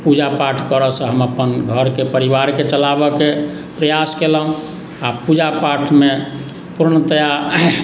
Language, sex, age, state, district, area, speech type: Maithili, male, 45-60, Bihar, Sitamarhi, urban, spontaneous